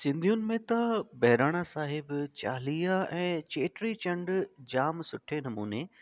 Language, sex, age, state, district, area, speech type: Sindhi, male, 30-45, Delhi, South Delhi, urban, spontaneous